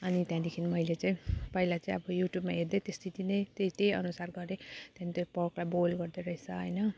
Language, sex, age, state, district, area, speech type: Nepali, female, 30-45, West Bengal, Jalpaiguri, urban, spontaneous